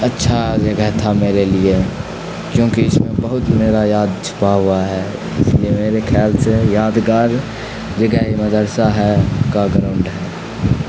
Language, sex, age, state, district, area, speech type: Urdu, male, 18-30, Bihar, Khagaria, rural, spontaneous